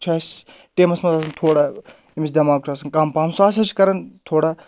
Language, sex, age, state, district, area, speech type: Kashmiri, male, 30-45, Jammu and Kashmir, Anantnag, rural, spontaneous